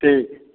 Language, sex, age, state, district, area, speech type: Hindi, male, 60+, Bihar, Madhepura, urban, conversation